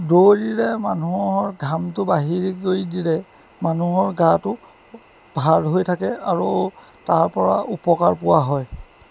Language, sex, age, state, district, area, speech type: Assamese, male, 30-45, Assam, Jorhat, urban, spontaneous